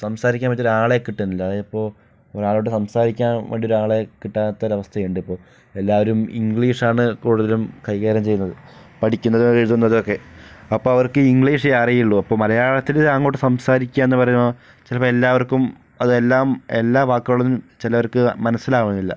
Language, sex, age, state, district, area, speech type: Malayalam, male, 60+, Kerala, Palakkad, urban, spontaneous